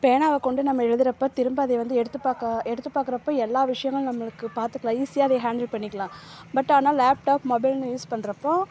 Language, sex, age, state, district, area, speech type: Tamil, female, 30-45, Tamil Nadu, Dharmapuri, rural, spontaneous